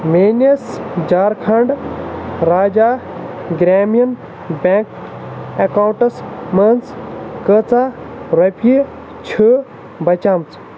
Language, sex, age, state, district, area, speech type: Kashmiri, male, 45-60, Jammu and Kashmir, Baramulla, rural, read